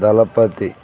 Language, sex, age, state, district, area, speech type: Telugu, male, 30-45, Andhra Pradesh, Bapatla, rural, spontaneous